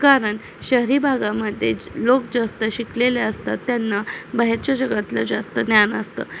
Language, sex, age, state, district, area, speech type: Marathi, female, 18-30, Maharashtra, Satara, rural, spontaneous